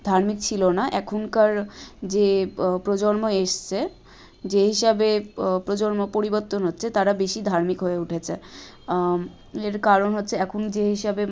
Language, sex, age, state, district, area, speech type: Bengali, female, 18-30, West Bengal, Malda, rural, spontaneous